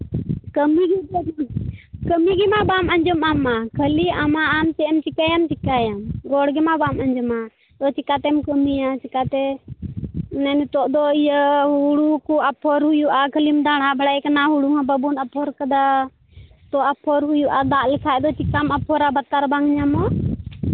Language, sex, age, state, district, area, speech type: Santali, male, 30-45, Jharkhand, Pakur, rural, conversation